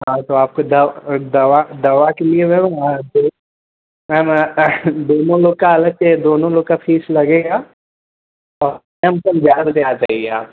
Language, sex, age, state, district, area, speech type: Hindi, male, 18-30, Uttar Pradesh, Ghazipur, urban, conversation